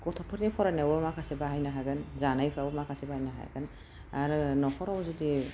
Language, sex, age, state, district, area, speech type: Bodo, female, 45-60, Assam, Udalguri, urban, spontaneous